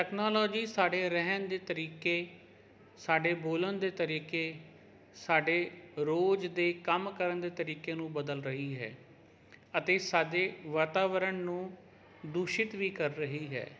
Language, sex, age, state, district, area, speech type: Punjabi, male, 30-45, Punjab, Jalandhar, urban, spontaneous